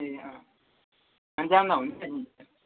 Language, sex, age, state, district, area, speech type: Nepali, male, 18-30, West Bengal, Darjeeling, rural, conversation